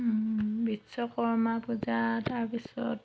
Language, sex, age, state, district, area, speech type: Assamese, female, 30-45, Assam, Dhemaji, rural, spontaneous